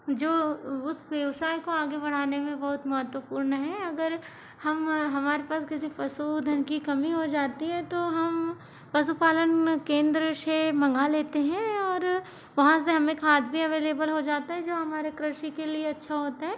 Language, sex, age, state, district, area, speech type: Hindi, female, 60+, Madhya Pradesh, Balaghat, rural, spontaneous